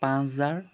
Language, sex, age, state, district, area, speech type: Assamese, male, 30-45, Assam, Jorhat, urban, spontaneous